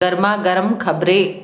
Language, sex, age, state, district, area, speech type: Hindi, female, 60+, Madhya Pradesh, Balaghat, rural, read